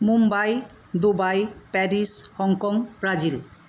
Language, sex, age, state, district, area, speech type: Bengali, female, 60+, West Bengal, Jhargram, rural, spontaneous